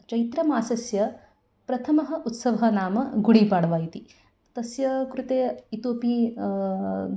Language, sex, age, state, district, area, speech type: Sanskrit, female, 30-45, Karnataka, Bangalore Urban, urban, spontaneous